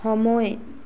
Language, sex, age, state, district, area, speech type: Assamese, female, 45-60, Assam, Charaideo, urban, read